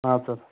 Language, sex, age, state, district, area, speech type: Kannada, male, 30-45, Karnataka, Belgaum, rural, conversation